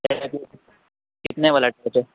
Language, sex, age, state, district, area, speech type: Urdu, male, 18-30, Uttar Pradesh, Lucknow, urban, conversation